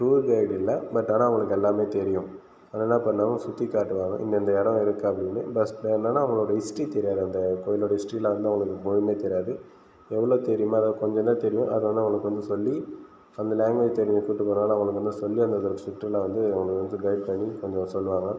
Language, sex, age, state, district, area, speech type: Tamil, male, 30-45, Tamil Nadu, Viluppuram, rural, spontaneous